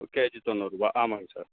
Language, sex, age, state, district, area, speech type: Tamil, male, 45-60, Tamil Nadu, Krishnagiri, rural, conversation